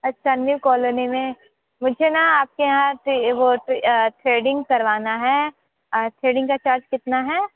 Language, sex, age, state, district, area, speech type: Hindi, female, 18-30, Uttar Pradesh, Sonbhadra, rural, conversation